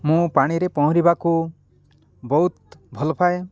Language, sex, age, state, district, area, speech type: Odia, male, 45-60, Odisha, Nabarangpur, rural, spontaneous